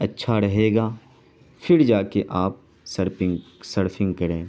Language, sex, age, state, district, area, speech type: Urdu, male, 18-30, Bihar, Saharsa, rural, spontaneous